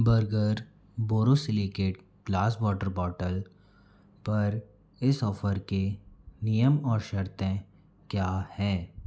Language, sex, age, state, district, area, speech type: Hindi, male, 45-60, Madhya Pradesh, Bhopal, urban, read